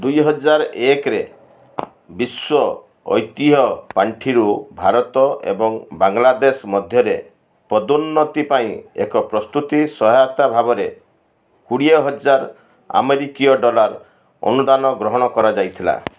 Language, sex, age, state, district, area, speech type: Odia, male, 60+, Odisha, Balasore, rural, read